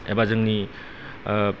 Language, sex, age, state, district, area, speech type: Bodo, male, 45-60, Assam, Kokrajhar, rural, spontaneous